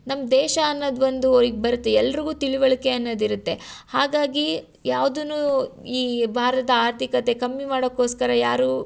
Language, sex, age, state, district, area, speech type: Kannada, female, 18-30, Karnataka, Tumkur, rural, spontaneous